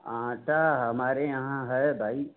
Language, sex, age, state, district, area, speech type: Hindi, male, 45-60, Uttar Pradesh, Mau, rural, conversation